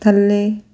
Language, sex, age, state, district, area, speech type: Punjabi, female, 30-45, Punjab, Tarn Taran, rural, read